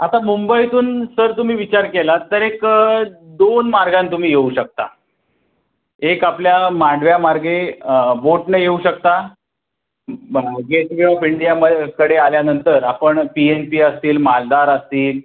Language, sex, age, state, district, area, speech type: Marathi, male, 30-45, Maharashtra, Raigad, rural, conversation